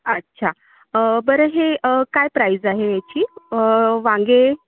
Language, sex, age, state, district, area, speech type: Marathi, female, 30-45, Maharashtra, Yavatmal, urban, conversation